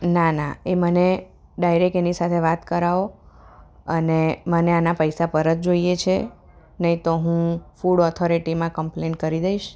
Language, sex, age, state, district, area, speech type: Gujarati, female, 30-45, Gujarat, Kheda, urban, spontaneous